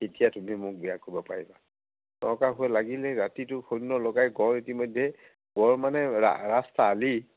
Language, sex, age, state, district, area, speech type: Assamese, male, 60+, Assam, Majuli, urban, conversation